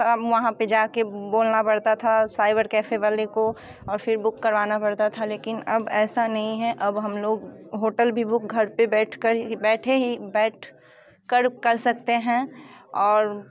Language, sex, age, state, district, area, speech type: Hindi, female, 18-30, Bihar, Muzaffarpur, urban, spontaneous